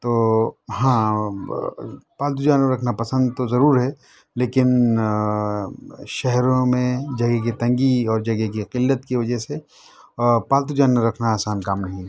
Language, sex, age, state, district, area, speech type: Urdu, male, 30-45, Delhi, South Delhi, urban, spontaneous